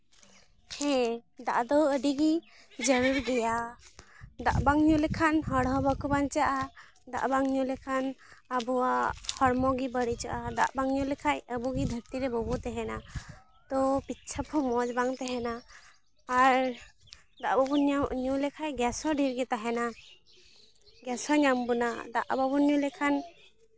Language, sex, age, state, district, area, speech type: Santali, female, 18-30, West Bengal, Malda, rural, spontaneous